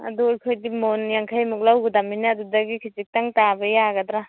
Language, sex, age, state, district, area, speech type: Manipuri, female, 45-60, Manipur, Churachandpur, rural, conversation